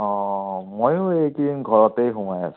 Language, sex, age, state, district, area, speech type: Assamese, male, 30-45, Assam, Dibrugarh, rural, conversation